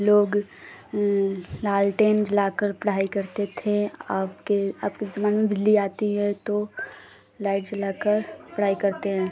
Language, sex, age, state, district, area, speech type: Hindi, female, 18-30, Uttar Pradesh, Ghazipur, urban, spontaneous